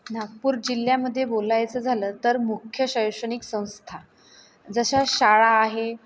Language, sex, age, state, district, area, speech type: Marathi, female, 30-45, Maharashtra, Nagpur, rural, spontaneous